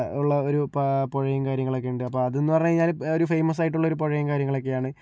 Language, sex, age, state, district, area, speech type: Malayalam, male, 60+, Kerala, Kozhikode, urban, spontaneous